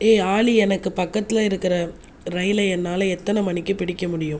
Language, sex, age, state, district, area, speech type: Tamil, female, 30-45, Tamil Nadu, Viluppuram, urban, read